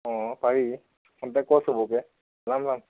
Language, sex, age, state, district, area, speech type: Assamese, male, 45-60, Assam, Morigaon, rural, conversation